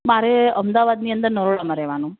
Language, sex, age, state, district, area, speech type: Gujarati, female, 18-30, Gujarat, Ahmedabad, urban, conversation